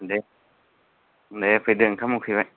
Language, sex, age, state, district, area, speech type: Bodo, male, 30-45, Assam, Kokrajhar, rural, conversation